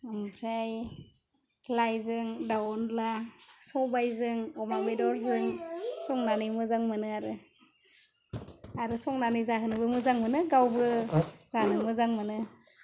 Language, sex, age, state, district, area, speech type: Bodo, female, 30-45, Assam, Udalguri, rural, spontaneous